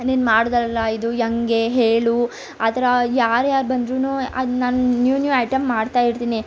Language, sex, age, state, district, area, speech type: Kannada, female, 18-30, Karnataka, Mysore, urban, spontaneous